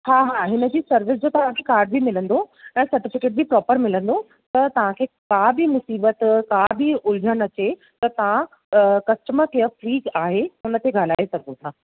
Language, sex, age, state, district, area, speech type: Sindhi, female, 30-45, Delhi, South Delhi, urban, conversation